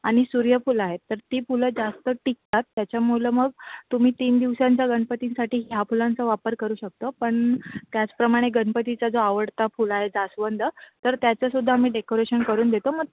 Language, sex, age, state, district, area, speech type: Marathi, female, 18-30, Maharashtra, Raigad, rural, conversation